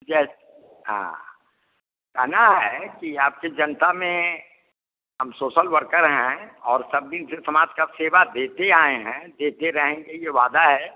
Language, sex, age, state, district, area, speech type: Hindi, male, 60+, Bihar, Vaishali, rural, conversation